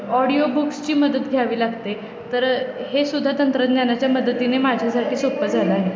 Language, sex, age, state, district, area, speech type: Marathi, female, 18-30, Maharashtra, Satara, urban, spontaneous